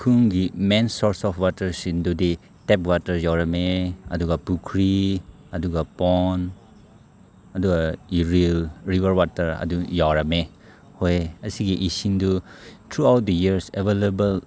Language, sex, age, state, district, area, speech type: Manipuri, male, 30-45, Manipur, Ukhrul, rural, spontaneous